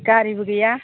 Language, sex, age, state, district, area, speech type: Bodo, female, 45-60, Assam, Udalguri, rural, conversation